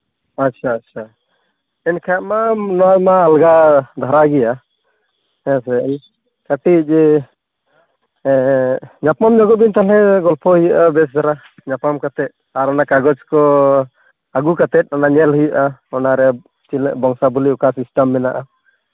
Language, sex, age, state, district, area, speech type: Santali, male, 30-45, Jharkhand, East Singhbhum, rural, conversation